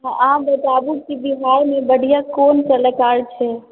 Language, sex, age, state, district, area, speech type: Maithili, female, 45-60, Bihar, Sitamarhi, urban, conversation